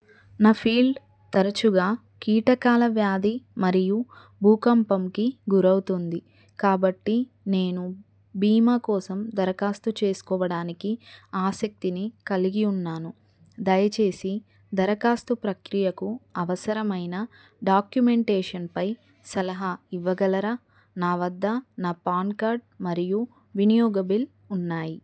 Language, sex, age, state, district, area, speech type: Telugu, female, 30-45, Telangana, Adilabad, rural, read